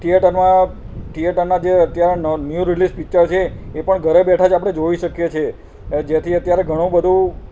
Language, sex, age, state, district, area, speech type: Gujarati, male, 45-60, Gujarat, Kheda, rural, spontaneous